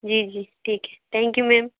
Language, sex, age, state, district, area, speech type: Hindi, female, 60+, Madhya Pradesh, Bhopal, urban, conversation